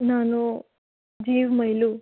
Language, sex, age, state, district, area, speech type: Gujarati, female, 18-30, Gujarat, Surat, urban, conversation